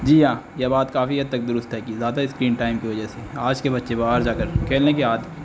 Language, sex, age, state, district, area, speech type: Urdu, male, 18-30, Uttar Pradesh, Azamgarh, rural, spontaneous